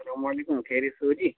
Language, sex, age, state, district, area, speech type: Urdu, male, 18-30, Uttar Pradesh, Muzaffarnagar, urban, conversation